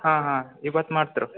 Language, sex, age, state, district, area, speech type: Kannada, male, 18-30, Karnataka, Uttara Kannada, rural, conversation